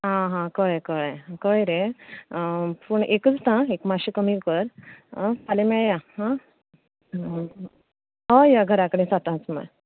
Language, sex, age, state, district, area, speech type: Goan Konkani, female, 18-30, Goa, Canacona, rural, conversation